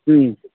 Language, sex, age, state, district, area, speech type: Kannada, male, 60+, Karnataka, Bidar, urban, conversation